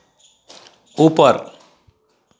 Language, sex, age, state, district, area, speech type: Hindi, male, 45-60, Madhya Pradesh, Ujjain, rural, read